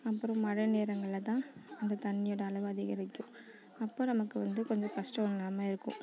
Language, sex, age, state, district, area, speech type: Tamil, female, 30-45, Tamil Nadu, Nagapattinam, rural, spontaneous